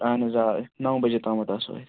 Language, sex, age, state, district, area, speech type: Kashmiri, male, 30-45, Jammu and Kashmir, Kupwara, rural, conversation